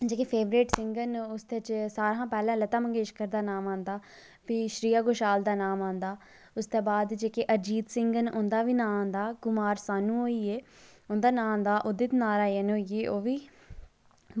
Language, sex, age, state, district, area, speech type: Dogri, female, 30-45, Jammu and Kashmir, Udhampur, rural, spontaneous